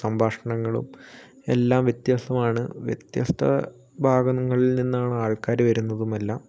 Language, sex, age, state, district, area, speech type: Malayalam, male, 18-30, Kerala, Wayanad, rural, spontaneous